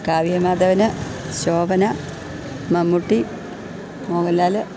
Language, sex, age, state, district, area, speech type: Malayalam, female, 45-60, Kerala, Idukki, rural, spontaneous